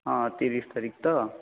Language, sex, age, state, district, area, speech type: Odia, male, 18-30, Odisha, Jajpur, rural, conversation